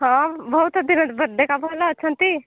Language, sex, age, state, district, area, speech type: Odia, female, 18-30, Odisha, Nabarangpur, urban, conversation